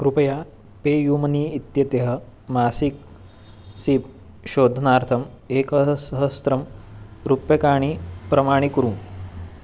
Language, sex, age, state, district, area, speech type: Sanskrit, male, 18-30, Maharashtra, Nagpur, urban, read